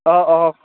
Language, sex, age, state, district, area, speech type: Assamese, male, 18-30, Assam, Udalguri, rural, conversation